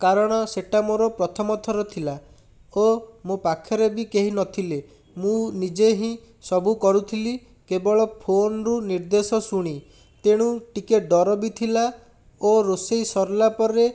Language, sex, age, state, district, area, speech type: Odia, male, 45-60, Odisha, Bhadrak, rural, spontaneous